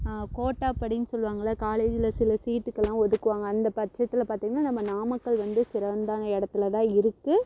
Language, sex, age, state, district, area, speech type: Tamil, female, 30-45, Tamil Nadu, Namakkal, rural, spontaneous